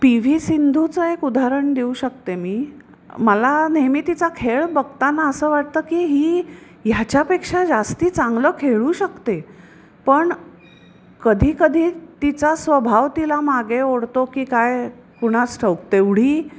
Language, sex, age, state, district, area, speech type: Marathi, female, 45-60, Maharashtra, Pune, urban, spontaneous